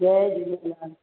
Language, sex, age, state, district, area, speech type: Sindhi, female, 60+, Rajasthan, Ajmer, urban, conversation